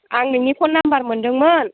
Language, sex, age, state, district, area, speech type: Bodo, female, 45-60, Assam, Chirang, rural, conversation